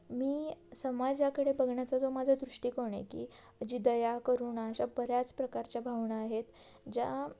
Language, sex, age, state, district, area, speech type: Marathi, female, 18-30, Maharashtra, Satara, urban, spontaneous